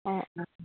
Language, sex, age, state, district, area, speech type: Assamese, female, 45-60, Assam, Darrang, rural, conversation